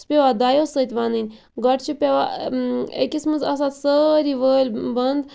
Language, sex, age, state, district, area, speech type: Kashmiri, female, 30-45, Jammu and Kashmir, Bandipora, rural, spontaneous